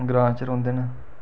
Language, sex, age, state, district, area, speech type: Dogri, male, 30-45, Jammu and Kashmir, Reasi, rural, spontaneous